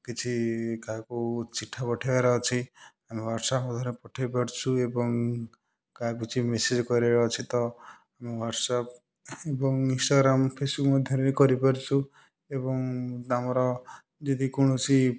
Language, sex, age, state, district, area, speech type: Odia, male, 30-45, Odisha, Kendujhar, urban, spontaneous